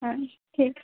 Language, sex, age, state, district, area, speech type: Assamese, female, 18-30, Assam, Kamrup Metropolitan, urban, conversation